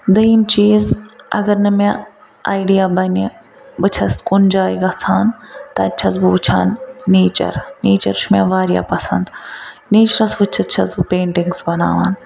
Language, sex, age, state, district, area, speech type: Kashmiri, female, 45-60, Jammu and Kashmir, Ganderbal, urban, spontaneous